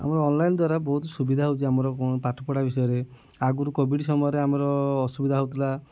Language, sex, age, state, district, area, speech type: Odia, male, 30-45, Odisha, Kendujhar, urban, spontaneous